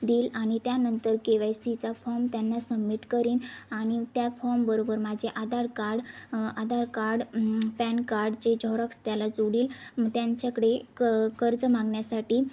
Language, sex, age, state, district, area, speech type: Marathi, female, 18-30, Maharashtra, Ahmednagar, rural, spontaneous